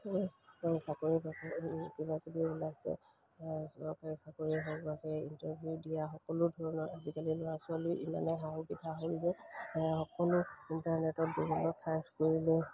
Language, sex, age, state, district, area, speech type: Assamese, female, 30-45, Assam, Kamrup Metropolitan, urban, spontaneous